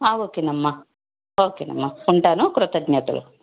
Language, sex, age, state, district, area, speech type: Telugu, female, 18-30, Andhra Pradesh, Konaseema, rural, conversation